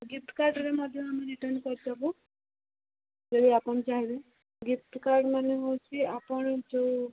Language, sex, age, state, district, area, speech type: Odia, female, 18-30, Odisha, Subarnapur, urban, conversation